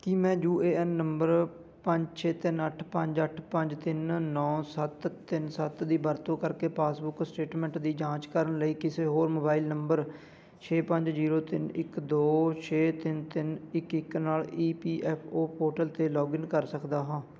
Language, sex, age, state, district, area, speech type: Punjabi, male, 18-30, Punjab, Fatehgarh Sahib, rural, read